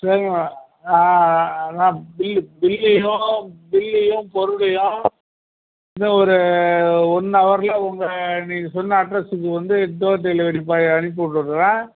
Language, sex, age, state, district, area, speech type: Tamil, male, 60+, Tamil Nadu, Cuddalore, rural, conversation